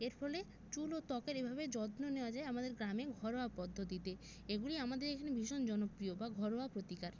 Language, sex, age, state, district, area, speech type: Bengali, female, 18-30, West Bengal, Jalpaiguri, rural, spontaneous